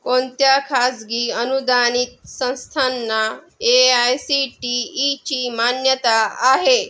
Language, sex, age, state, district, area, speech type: Marathi, female, 45-60, Maharashtra, Yavatmal, urban, read